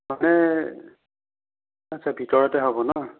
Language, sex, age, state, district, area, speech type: Assamese, female, 18-30, Assam, Sonitpur, rural, conversation